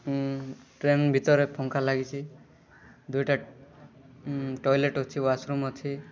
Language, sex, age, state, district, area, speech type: Odia, male, 18-30, Odisha, Rayagada, urban, spontaneous